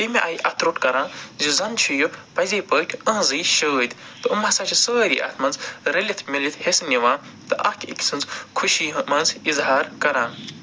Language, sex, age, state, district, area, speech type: Kashmiri, male, 45-60, Jammu and Kashmir, Srinagar, urban, spontaneous